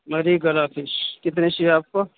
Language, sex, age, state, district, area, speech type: Urdu, male, 30-45, Uttar Pradesh, Muzaffarnagar, urban, conversation